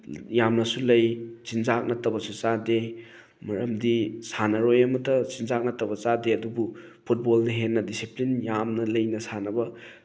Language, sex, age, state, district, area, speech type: Manipuri, male, 18-30, Manipur, Thoubal, rural, spontaneous